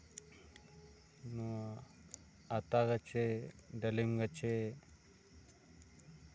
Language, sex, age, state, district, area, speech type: Santali, male, 18-30, West Bengal, Bankura, rural, spontaneous